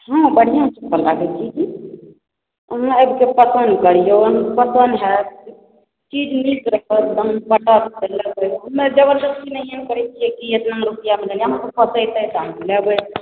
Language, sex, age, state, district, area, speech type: Maithili, female, 18-30, Bihar, Araria, rural, conversation